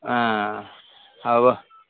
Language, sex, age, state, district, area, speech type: Tamil, male, 60+, Tamil Nadu, Kallakurichi, urban, conversation